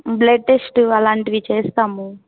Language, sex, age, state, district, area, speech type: Telugu, female, 18-30, Andhra Pradesh, Nellore, rural, conversation